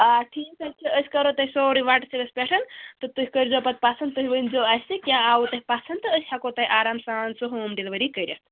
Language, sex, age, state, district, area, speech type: Kashmiri, female, 18-30, Jammu and Kashmir, Bandipora, rural, conversation